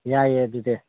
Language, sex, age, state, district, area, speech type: Manipuri, male, 30-45, Manipur, Thoubal, rural, conversation